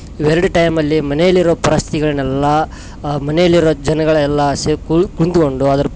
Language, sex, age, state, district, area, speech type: Kannada, male, 30-45, Karnataka, Koppal, rural, spontaneous